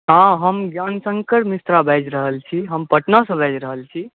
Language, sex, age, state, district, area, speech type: Maithili, male, 18-30, Bihar, Saharsa, rural, conversation